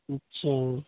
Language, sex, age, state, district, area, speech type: Urdu, male, 45-60, Bihar, Supaul, rural, conversation